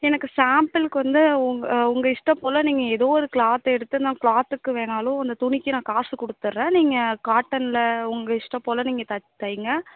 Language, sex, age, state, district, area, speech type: Tamil, female, 18-30, Tamil Nadu, Mayiladuthurai, rural, conversation